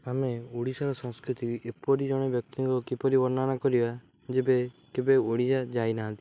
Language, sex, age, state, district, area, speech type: Odia, male, 18-30, Odisha, Jagatsinghpur, urban, spontaneous